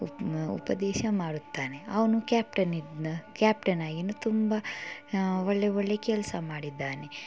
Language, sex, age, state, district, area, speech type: Kannada, female, 18-30, Karnataka, Mysore, rural, spontaneous